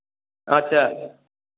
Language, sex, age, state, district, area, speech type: Maithili, male, 45-60, Bihar, Madhubani, rural, conversation